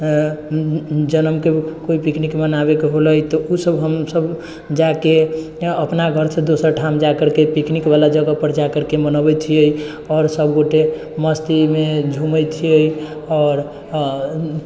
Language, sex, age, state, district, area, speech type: Maithili, male, 18-30, Bihar, Sitamarhi, rural, spontaneous